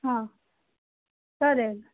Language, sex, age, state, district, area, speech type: Marathi, female, 30-45, Maharashtra, Kolhapur, urban, conversation